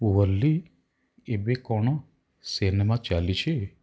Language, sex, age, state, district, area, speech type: Odia, male, 30-45, Odisha, Rayagada, rural, read